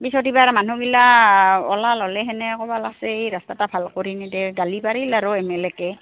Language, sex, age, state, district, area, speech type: Assamese, female, 45-60, Assam, Goalpara, urban, conversation